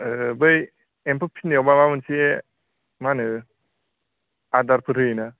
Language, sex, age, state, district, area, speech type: Bodo, male, 18-30, Assam, Baksa, rural, conversation